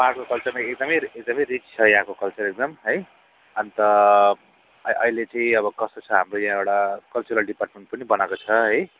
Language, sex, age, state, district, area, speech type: Nepali, male, 45-60, West Bengal, Kalimpong, rural, conversation